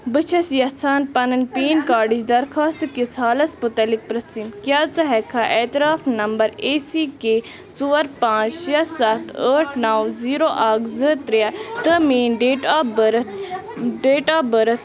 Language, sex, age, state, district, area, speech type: Kashmiri, female, 18-30, Jammu and Kashmir, Bandipora, rural, read